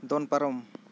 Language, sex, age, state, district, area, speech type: Santali, male, 18-30, West Bengal, Bankura, rural, read